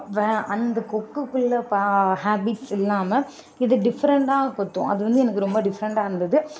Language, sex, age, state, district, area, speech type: Tamil, female, 18-30, Tamil Nadu, Kanchipuram, urban, spontaneous